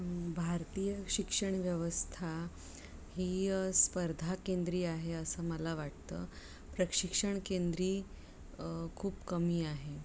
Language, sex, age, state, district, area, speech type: Marathi, female, 30-45, Maharashtra, Mumbai Suburban, urban, spontaneous